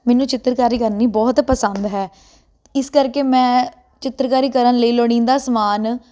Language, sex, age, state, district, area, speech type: Punjabi, female, 18-30, Punjab, Ludhiana, urban, spontaneous